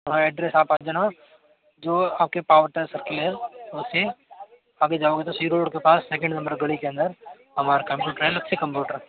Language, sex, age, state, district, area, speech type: Hindi, male, 45-60, Rajasthan, Jodhpur, urban, conversation